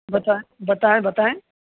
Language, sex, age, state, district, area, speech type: Urdu, male, 18-30, Uttar Pradesh, Saharanpur, urban, conversation